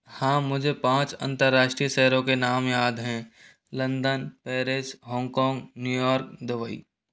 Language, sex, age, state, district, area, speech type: Hindi, male, 30-45, Rajasthan, Jaipur, urban, spontaneous